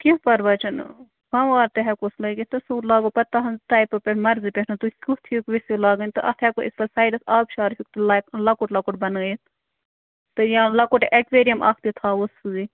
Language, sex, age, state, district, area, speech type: Kashmiri, female, 18-30, Jammu and Kashmir, Bandipora, rural, conversation